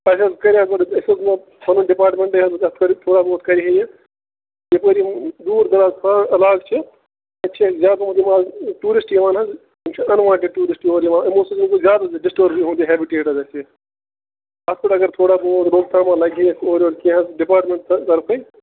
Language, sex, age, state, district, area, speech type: Kashmiri, male, 30-45, Jammu and Kashmir, Bandipora, rural, conversation